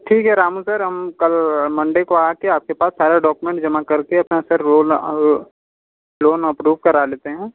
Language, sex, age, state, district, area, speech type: Hindi, male, 45-60, Uttar Pradesh, Sonbhadra, rural, conversation